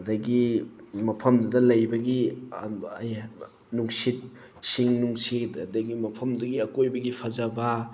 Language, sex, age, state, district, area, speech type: Manipuri, male, 18-30, Manipur, Thoubal, rural, spontaneous